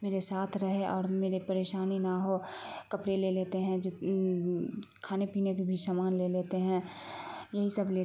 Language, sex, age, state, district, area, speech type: Urdu, female, 18-30, Bihar, Khagaria, rural, spontaneous